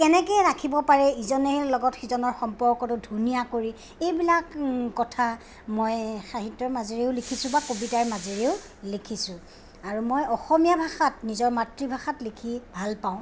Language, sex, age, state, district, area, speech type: Assamese, female, 45-60, Assam, Kamrup Metropolitan, urban, spontaneous